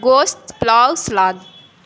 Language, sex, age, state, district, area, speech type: Urdu, female, 18-30, Bihar, Supaul, rural, spontaneous